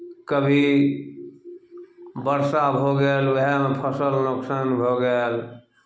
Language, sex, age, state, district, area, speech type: Maithili, male, 45-60, Bihar, Samastipur, urban, spontaneous